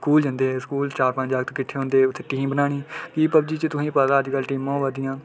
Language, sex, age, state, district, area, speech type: Dogri, male, 18-30, Jammu and Kashmir, Udhampur, rural, spontaneous